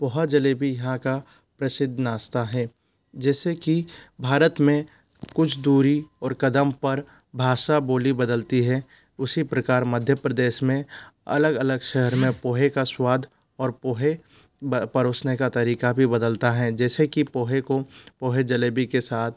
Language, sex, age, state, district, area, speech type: Hindi, male, 45-60, Madhya Pradesh, Bhopal, urban, spontaneous